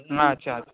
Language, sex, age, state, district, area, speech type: Bengali, male, 45-60, West Bengal, Dakshin Dinajpur, rural, conversation